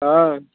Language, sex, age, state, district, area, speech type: Hindi, male, 18-30, Uttar Pradesh, Azamgarh, rural, conversation